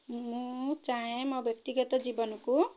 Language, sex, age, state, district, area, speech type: Odia, female, 30-45, Odisha, Kendrapara, urban, spontaneous